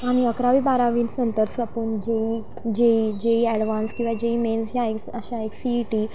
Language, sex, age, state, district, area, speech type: Marathi, female, 18-30, Maharashtra, Nashik, urban, spontaneous